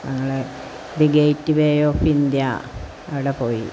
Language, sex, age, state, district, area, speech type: Malayalam, female, 60+, Kerala, Malappuram, rural, spontaneous